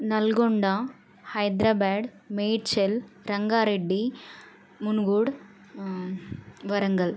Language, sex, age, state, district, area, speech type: Telugu, female, 18-30, Telangana, Siddipet, urban, spontaneous